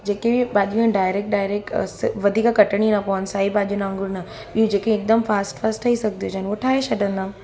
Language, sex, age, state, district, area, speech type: Sindhi, female, 18-30, Gujarat, Surat, urban, spontaneous